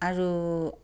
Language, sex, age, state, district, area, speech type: Assamese, female, 60+, Assam, Charaideo, urban, spontaneous